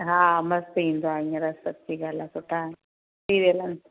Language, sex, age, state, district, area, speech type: Sindhi, female, 45-60, Gujarat, Kutch, rural, conversation